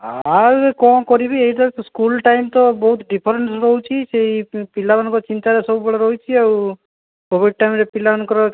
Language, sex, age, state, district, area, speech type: Odia, male, 60+, Odisha, Boudh, rural, conversation